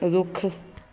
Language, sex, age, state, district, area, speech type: Punjabi, female, 30-45, Punjab, Shaheed Bhagat Singh Nagar, urban, read